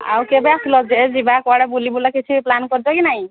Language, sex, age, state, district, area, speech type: Odia, female, 45-60, Odisha, Angul, rural, conversation